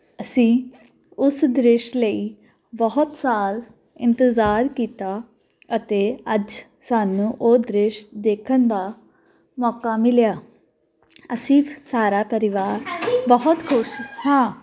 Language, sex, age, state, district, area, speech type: Punjabi, female, 30-45, Punjab, Jalandhar, urban, spontaneous